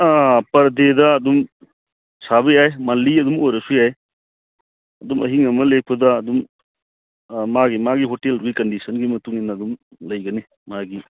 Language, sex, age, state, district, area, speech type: Manipuri, male, 45-60, Manipur, Churachandpur, rural, conversation